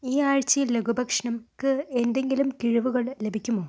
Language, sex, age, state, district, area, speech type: Malayalam, female, 18-30, Kerala, Palakkad, urban, read